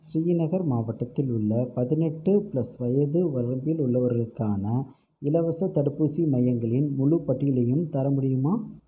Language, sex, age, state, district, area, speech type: Tamil, male, 30-45, Tamil Nadu, Pudukkottai, rural, read